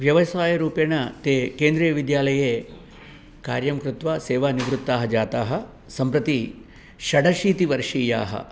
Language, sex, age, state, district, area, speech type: Sanskrit, male, 60+, Telangana, Peddapalli, urban, spontaneous